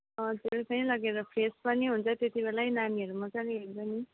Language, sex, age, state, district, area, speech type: Nepali, female, 18-30, West Bengal, Kalimpong, rural, conversation